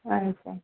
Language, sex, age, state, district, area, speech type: Odia, female, 45-60, Odisha, Ganjam, urban, conversation